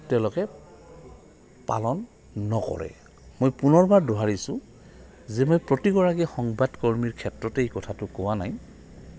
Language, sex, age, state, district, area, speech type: Assamese, male, 60+, Assam, Goalpara, urban, spontaneous